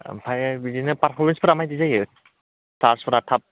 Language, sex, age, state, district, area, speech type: Bodo, male, 18-30, Assam, Udalguri, urban, conversation